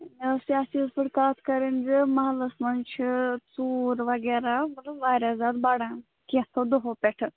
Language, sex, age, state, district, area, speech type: Kashmiri, female, 18-30, Jammu and Kashmir, Ganderbal, rural, conversation